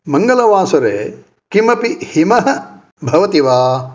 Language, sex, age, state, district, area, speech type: Sanskrit, male, 60+, Karnataka, Dakshina Kannada, urban, read